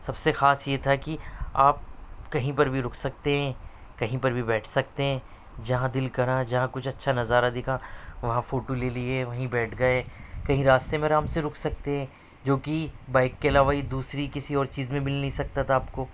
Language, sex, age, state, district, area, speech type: Urdu, male, 30-45, Delhi, Central Delhi, urban, spontaneous